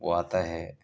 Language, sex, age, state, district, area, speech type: Urdu, male, 18-30, Delhi, Central Delhi, urban, spontaneous